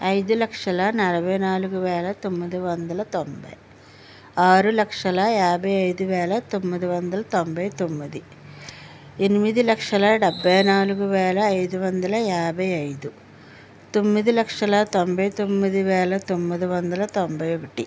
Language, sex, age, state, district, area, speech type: Telugu, female, 60+, Andhra Pradesh, West Godavari, rural, spontaneous